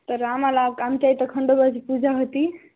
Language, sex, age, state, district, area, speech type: Marathi, female, 18-30, Maharashtra, Hingoli, urban, conversation